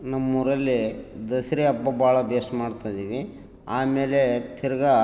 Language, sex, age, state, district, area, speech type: Kannada, male, 60+, Karnataka, Bellary, rural, spontaneous